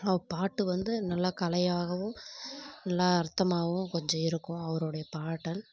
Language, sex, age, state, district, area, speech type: Tamil, female, 18-30, Tamil Nadu, Kallakurichi, rural, spontaneous